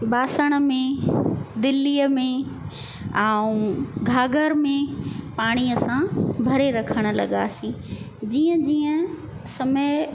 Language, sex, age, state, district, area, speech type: Sindhi, female, 45-60, Madhya Pradesh, Katni, urban, spontaneous